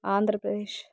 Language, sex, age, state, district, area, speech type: Telugu, female, 30-45, Andhra Pradesh, Nandyal, urban, spontaneous